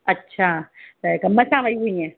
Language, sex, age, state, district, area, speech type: Sindhi, female, 45-60, Gujarat, Surat, urban, conversation